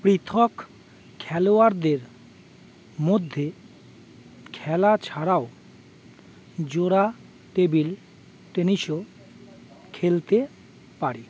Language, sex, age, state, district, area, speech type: Bengali, male, 30-45, West Bengal, Howrah, urban, read